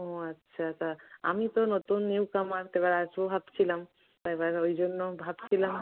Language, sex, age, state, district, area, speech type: Bengali, female, 30-45, West Bengal, North 24 Parganas, urban, conversation